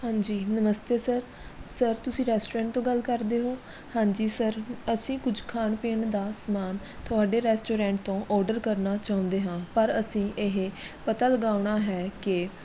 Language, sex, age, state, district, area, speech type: Punjabi, female, 18-30, Punjab, Mohali, rural, spontaneous